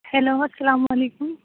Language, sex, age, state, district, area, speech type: Urdu, female, 30-45, Uttar Pradesh, Aligarh, rural, conversation